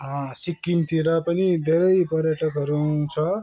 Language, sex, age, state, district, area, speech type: Nepali, male, 18-30, West Bengal, Kalimpong, rural, spontaneous